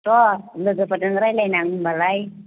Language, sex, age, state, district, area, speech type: Bodo, female, 45-60, Assam, Chirang, rural, conversation